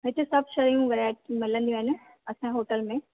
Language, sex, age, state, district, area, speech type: Sindhi, female, 30-45, Rajasthan, Ajmer, urban, conversation